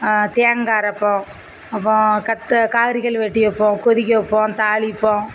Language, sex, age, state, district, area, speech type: Tamil, female, 45-60, Tamil Nadu, Thoothukudi, rural, spontaneous